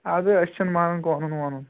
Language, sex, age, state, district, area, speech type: Kashmiri, male, 18-30, Jammu and Kashmir, Kulgam, rural, conversation